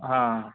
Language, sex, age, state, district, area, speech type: Telugu, male, 30-45, Andhra Pradesh, Guntur, urban, conversation